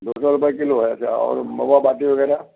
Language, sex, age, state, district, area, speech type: Hindi, male, 60+, Madhya Pradesh, Gwalior, rural, conversation